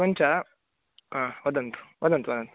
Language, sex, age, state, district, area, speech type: Sanskrit, male, 18-30, Karnataka, Chikkamagaluru, urban, conversation